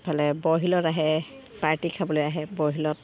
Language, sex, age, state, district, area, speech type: Assamese, female, 45-60, Assam, Sivasagar, rural, spontaneous